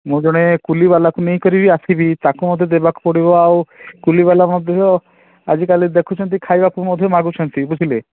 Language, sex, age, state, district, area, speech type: Odia, male, 30-45, Odisha, Rayagada, rural, conversation